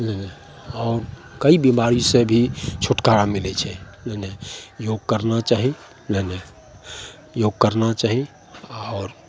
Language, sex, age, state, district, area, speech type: Maithili, male, 60+, Bihar, Madhepura, rural, spontaneous